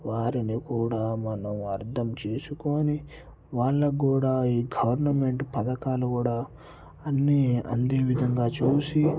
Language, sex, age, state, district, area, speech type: Telugu, male, 18-30, Telangana, Mancherial, rural, spontaneous